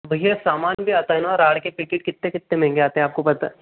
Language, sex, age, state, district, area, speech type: Hindi, male, 30-45, Madhya Pradesh, Ujjain, rural, conversation